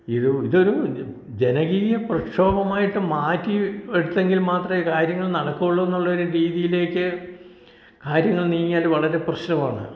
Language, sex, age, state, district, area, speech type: Malayalam, male, 60+, Kerala, Malappuram, rural, spontaneous